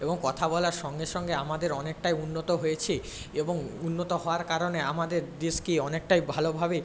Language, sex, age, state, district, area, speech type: Bengali, male, 18-30, West Bengal, Paschim Medinipur, rural, spontaneous